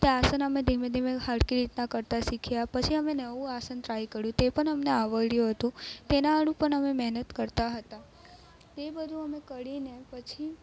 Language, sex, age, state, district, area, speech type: Gujarati, female, 18-30, Gujarat, Narmada, rural, spontaneous